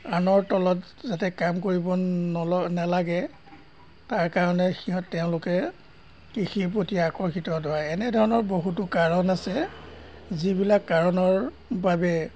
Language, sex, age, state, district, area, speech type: Assamese, male, 60+, Assam, Golaghat, rural, spontaneous